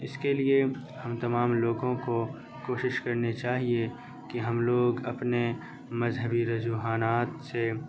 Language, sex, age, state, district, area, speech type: Urdu, male, 18-30, Bihar, Saharsa, rural, spontaneous